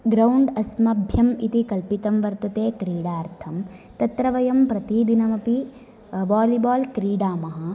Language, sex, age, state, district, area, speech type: Sanskrit, female, 18-30, Karnataka, Uttara Kannada, urban, spontaneous